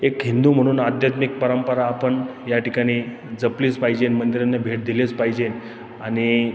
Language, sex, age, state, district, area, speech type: Marathi, male, 30-45, Maharashtra, Ahmednagar, urban, spontaneous